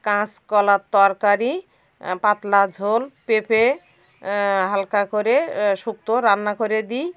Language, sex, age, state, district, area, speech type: Bengali, female, 60+, West Bengal, North 24 Parganas, rural, spontaneous